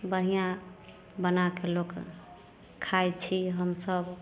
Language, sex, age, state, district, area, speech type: Maithili, female, 30-45, Bihar, Samastipur, rural, spontaneous